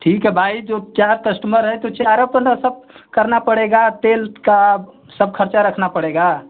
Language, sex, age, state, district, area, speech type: Hindi, male, 45-60, Uttar Pradesh, Mau, urban, conversation